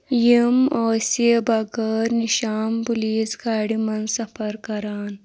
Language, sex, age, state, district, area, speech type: Kashmiri, female, 30-45, Jammu and Kashmir, Anantnag, rural, read